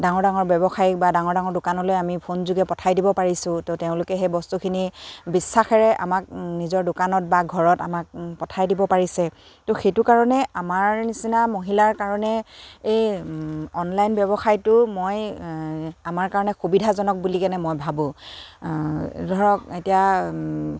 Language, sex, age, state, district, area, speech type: Assamese, female, 30-45, Assam, Dibrugarh, rural, spontaneous